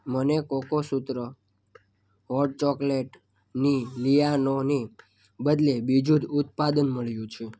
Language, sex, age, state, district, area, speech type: Gujarati, male, 18-30, Gujarat, Surat, rural, read